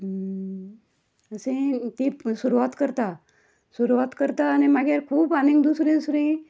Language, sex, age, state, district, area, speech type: Goan Konkani, female, 60+, Goa, Ponda, rural, spontaneous